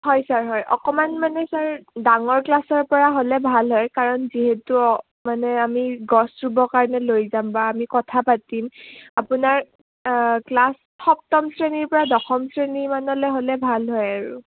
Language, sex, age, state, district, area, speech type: Assamese, female, 18-30, Assam, Udalguri, rural, conversation